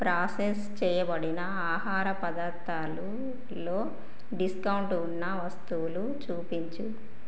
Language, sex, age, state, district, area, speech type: Telugu, female, 30-45, Telangana, Karimnagar, rural, read